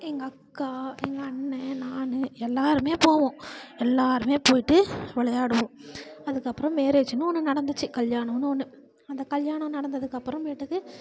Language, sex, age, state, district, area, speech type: Tamil, female, 45-60, Tamil Nadu, Perambalur, rural, spontaneous